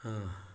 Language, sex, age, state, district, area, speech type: Odia, male, 45-60, Odisha, Balasore, rural, spontaneous